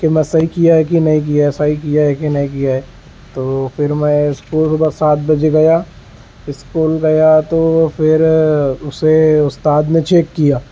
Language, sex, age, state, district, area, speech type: Urdu, male, 18-30, Maharashtra, Nashik, urban, spontaneous